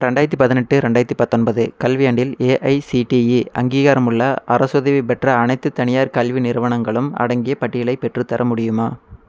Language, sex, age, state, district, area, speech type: Tamil, male, 18-30, Tamil Nadu, Erode, rural, read